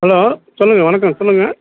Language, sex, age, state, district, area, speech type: Tamil, male, 60+, Tamil Nadu, Salem, urban, conversation